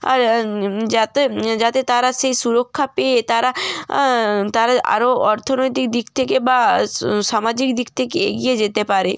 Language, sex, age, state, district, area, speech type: Bengali, female, 18-30, West Bengal, North 24 Parganas, rural, spontaneous